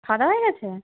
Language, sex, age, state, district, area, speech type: Bengali, female, 18-30, West Bengal, Uttar Dinajpur, urban, conversation